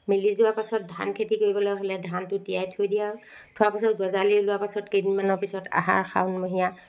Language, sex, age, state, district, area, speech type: Assamese, female, 45-60, Assam, Sivasagar, rural, spontaneous